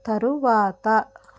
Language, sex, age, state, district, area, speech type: Telugu, female, 45-60, Andhra Pradesh, Alluri Sitarama Raju, rural, read